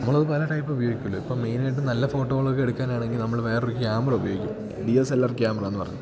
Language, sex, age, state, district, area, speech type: Malayalam, male, 18-30, Kerala, Idukki, rural, spontaneous